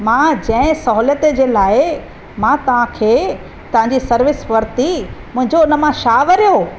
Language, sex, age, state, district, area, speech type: Sindhi, female, 45-60, Maharashtra, Thane, urban, spontaneous